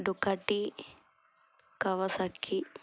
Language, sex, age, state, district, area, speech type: Telugu, female, 18-30, Andhra Pradesh, Annamaya, rural, spontaneous